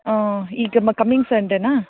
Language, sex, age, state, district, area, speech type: Kannada, female, 60+, Karnataka, Bangalore Urban, urban, conversation